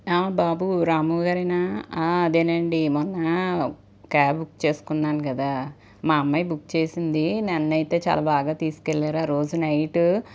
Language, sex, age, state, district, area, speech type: Telugu, female, 45-60, Andhra Pradesh, Guntur, urban, spontaneous